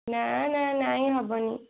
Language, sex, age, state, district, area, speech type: Odia, female, 18-30, Odisha, Kendujhar, urban, conversation